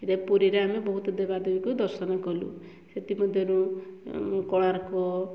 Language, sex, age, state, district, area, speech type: Odia, female, 30-45, Odisha, Mayurbhanj, rural, spontaneous